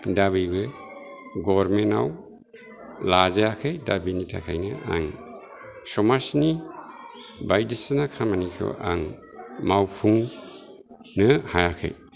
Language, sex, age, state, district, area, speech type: Bodo, male, 60+, Assam, Kokrajhar, rural, spontaneous